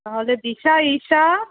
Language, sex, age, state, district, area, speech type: Bengali, female, 45-60, West Bengal, Kolkata, urban, conversation